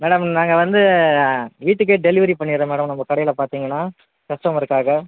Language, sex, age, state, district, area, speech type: Tamil, male, 45-60, Tamil Nadu, Viluppuram, rural, conversation